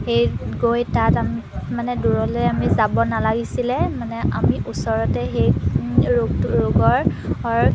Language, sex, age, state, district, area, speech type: Assamese, female, 18-30, Assam, Golaghat, urban, spontaneous